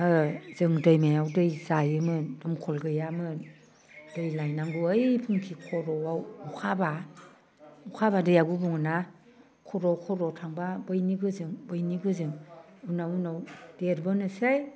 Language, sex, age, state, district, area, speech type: Bodo, female, 60+, Assam, Baksa, rural, spontaneous